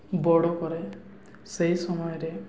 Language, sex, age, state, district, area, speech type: Odia, male, 18-30, Odisha, Nabarangpur, urban, spontaneous